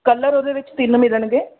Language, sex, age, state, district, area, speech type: Punjabi, female, 30-45, Punjab, Pathankot, rural, conversation